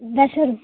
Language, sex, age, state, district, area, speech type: Sanskrit, female, 18-30, Karnataka, Dakshina Kannada, urban, conversation